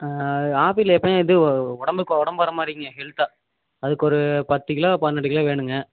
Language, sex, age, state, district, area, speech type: Tamil, male, 18-30, Tamil Nadu, Erode, rural, conversation